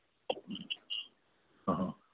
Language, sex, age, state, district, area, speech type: Manipuri, male, 45-60, Manipur, Imphal East, rural, conversation